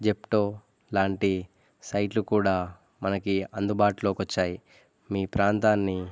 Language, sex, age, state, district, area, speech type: Telugu, male, 18-30, Telangana, Jayashankar, urban, spontaneous